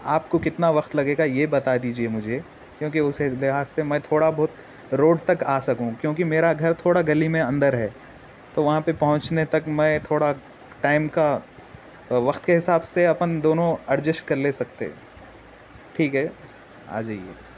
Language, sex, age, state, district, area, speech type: Urdu, male, 18-30, Telangana, Hyderabad, urban, spontaneous